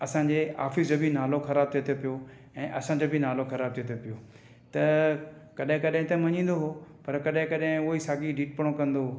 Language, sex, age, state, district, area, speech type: Sindhi, male, 60+, Maharashtra, Mumbai City, urban, spontaneous